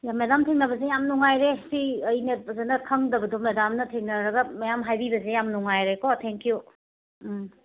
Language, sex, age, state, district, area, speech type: Manipuri, female, 30-45, Manipur, Imphal West, urban, conversation